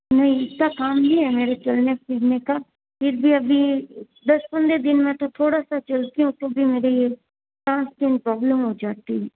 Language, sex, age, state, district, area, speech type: Hindi, female, 45-60, Rajasthan, Jodhpur, urban, conversation